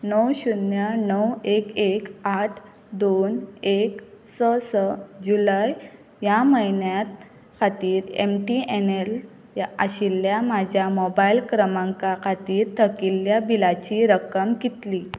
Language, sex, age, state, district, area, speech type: Goan Konkani, female, 18-30, Goa, Pernem, rural, read